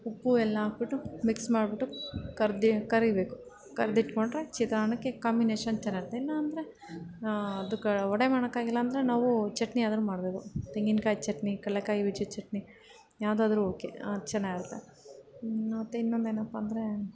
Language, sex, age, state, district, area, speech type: Kannada, female, 30-45, Karnataka, Ramanagara, urban, spontaneous